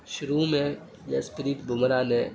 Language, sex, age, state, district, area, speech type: Urdu, male, 30-45, Uttar Pradesh, Gautam Buddha Nagar, urban, spontaneous